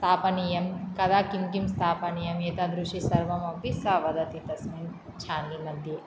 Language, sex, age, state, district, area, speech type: Sanskrit, female, 18-30, Andhra Pradesh, Anantapur, rural, spontaneous